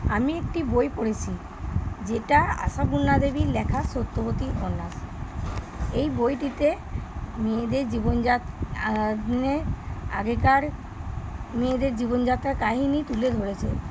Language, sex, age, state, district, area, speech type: Bengali, female, 30-45, West Bengal, Birbhum, urban, spontaneous